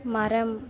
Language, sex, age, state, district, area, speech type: Tamil, female, 18-30, Tamil Nadu, Thanjavur, rural, read